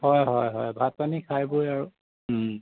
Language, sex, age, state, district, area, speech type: Assamese, male, 45-60, Assam, Dhemaji, rural, conversation